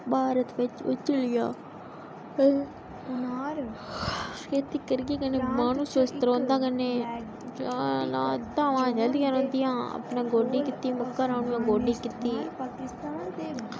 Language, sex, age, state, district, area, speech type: Dogri, female, 30-45, Jammu and Kashmir, Udhampur, rural, spontaneous